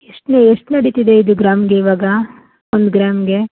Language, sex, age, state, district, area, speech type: Kannada, female, 30-45, Karnataka, Mandya, rural, conversation